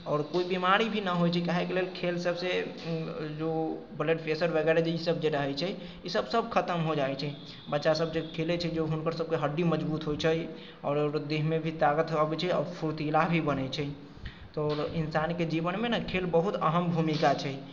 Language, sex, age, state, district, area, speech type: Maithili, male, 45-60, Bihar, Sitamarhi, urban, spontaneous